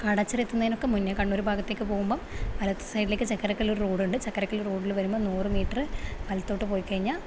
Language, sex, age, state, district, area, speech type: Malayalam, female, 18-30, Kerala, Thrissur, rural, spontaneous